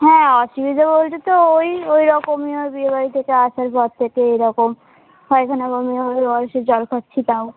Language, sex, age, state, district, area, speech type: Bengali, female, 18-30, West Bengal, Hooghly, urban, conversation